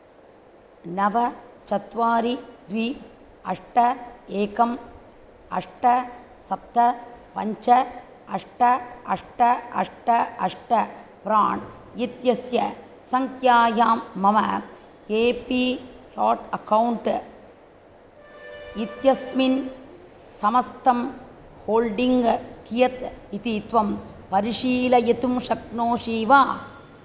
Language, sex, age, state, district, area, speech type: Sanskrit, female, 60+, Tamil Nadu, Chennai, urban, read